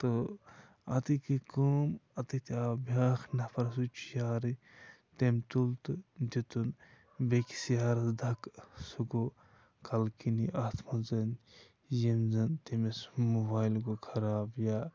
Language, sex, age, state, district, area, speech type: Kashmiri, male, 45-60, Jammu and Kashmir, Bandipora, rural, spontaneous